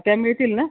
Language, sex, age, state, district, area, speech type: Marathi, female, 45-60, Maharashtra, Nanded, rural, conversation